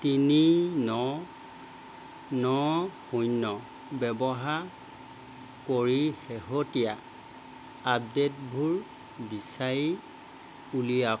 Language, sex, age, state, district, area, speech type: Assamese, male, 60+, Assam, Golaghat, urban, read